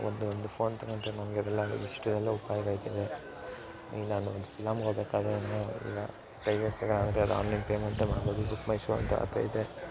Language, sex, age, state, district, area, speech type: Kannada, male, 18-30, Karnataka, Mysore, urban, spontaneous